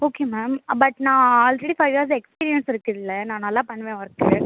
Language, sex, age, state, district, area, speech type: Tamil, female, 18-30, Tamil Nadu, Tiruvarur, rural, conversation